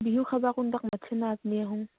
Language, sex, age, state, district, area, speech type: Assamese, female, 18-30, Assam, Udalguri, rural, conversation